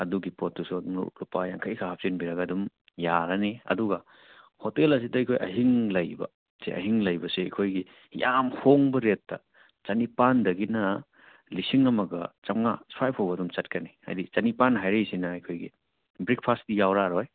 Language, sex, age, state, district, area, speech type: Manipuri, male, 30-45, Manipur, Churachandpur, rural, conversation